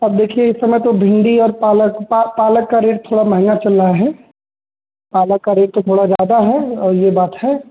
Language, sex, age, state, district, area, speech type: Hindi, male, 18-30, Uttar Pradesh, Azamgarh, rural, conversation